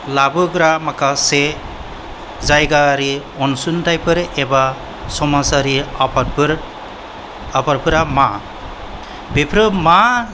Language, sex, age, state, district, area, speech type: Bodo, male, 45-60, Assam, Kokrajhar, rural, spontaneous